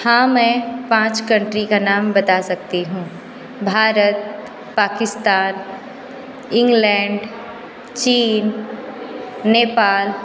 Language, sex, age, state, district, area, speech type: Hindi, female, 18-30, Uttar Pradesh, Sonbhadra, rural, spontaneous